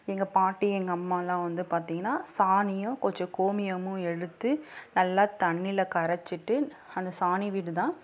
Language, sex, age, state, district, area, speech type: Tamil, female, 45-60, Tamil Nadu, Dharmapuri, rural, spontaneous